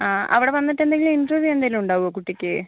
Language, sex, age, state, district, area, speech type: Malayalam, female, 60+, Kerala, Kozhikode, urban, conversation